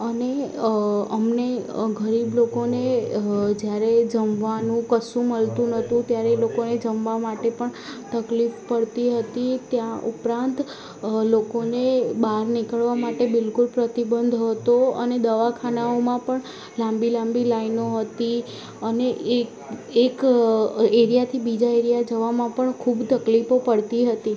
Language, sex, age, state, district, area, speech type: Gujarati, female, 18-30, Gujarat, Ahmedabad, urban, spontaneous